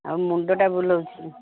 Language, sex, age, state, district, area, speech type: Odia, female, 45-60, Odisha, Angul, rural, conversation